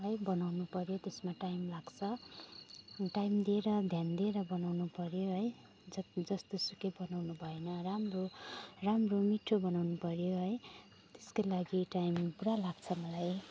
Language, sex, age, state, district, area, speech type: Nepali, female, 45-60, West Bengal, Jalpaiguri, urban, spontaneous